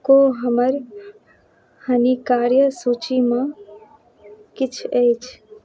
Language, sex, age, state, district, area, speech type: Maithili, female, 30-45, Bihar, Madhubani, rural, read